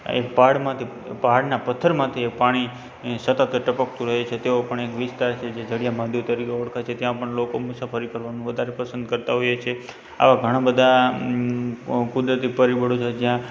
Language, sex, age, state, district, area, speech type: Gujarati, male, 45-60, Gujarat, Morbi, rural, spontaneous